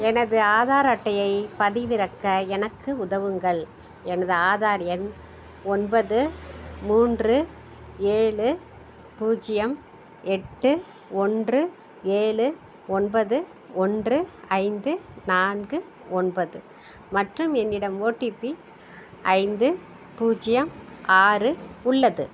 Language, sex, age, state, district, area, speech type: Tamil, female, 60+, Tamil Nadu, Madurai, rural, read